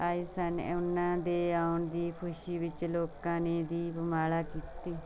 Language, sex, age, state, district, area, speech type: Punjabi, female, 45-60, Punjab, Mansa, rural, spontaneous